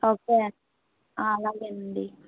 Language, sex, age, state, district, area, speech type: Telugu, female, 18-30, Andhra Pradesh, Nellore, rural, conversation